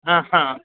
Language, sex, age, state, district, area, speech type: Sanskrit, male, 60+, Karnataka, Vijayapura, urban, conversation